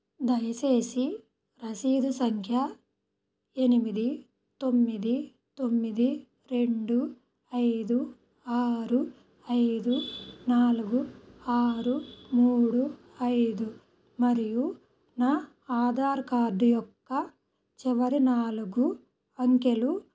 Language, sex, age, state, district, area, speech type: Telugu, female, 30-45, Andhra Pradesh, Krishna, rural, read